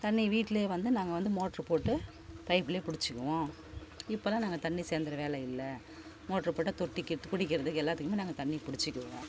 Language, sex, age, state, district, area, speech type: Tamil, female, 45-60, Tamil Nadu, Kallakurichi, urban, spontaneous